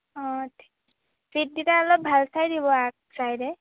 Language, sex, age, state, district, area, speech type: Assamese, female, 18-30, Assam, Lakhimpur, rural, conversation